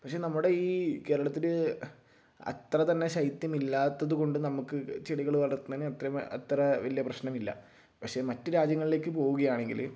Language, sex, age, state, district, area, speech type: Malayalam, male, 18-30, Kerala, Kozhikode, urban, spontaneous